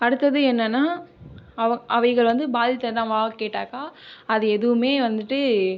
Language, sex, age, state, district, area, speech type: Tamil, female, 30-45, Tamil Nadu, Viluppuram, rural, spontaneous